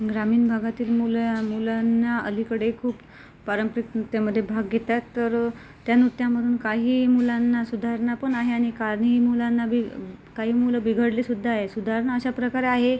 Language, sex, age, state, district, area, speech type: Marathi, female, 30-45, Maharashtra, Amravati, urban, spontaneous